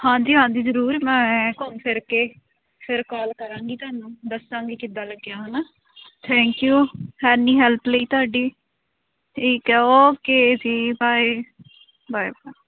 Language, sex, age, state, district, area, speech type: Punjabi, female, 18-30, Punjab, Hoshiarpur, urban, conversation